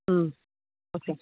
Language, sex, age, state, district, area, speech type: Telugu, female, 30-45, Andhra Pradesh, Nellore, rural, conversation